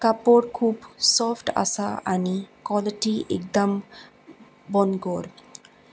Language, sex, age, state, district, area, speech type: Goan Konkani, female, 30-45, Goa, Salcete, rural, spontaneous